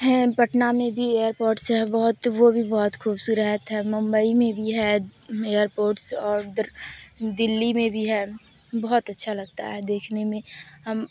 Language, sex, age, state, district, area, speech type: Urdu, female, 30-45, Bihar, Supaul, rural, spontaneous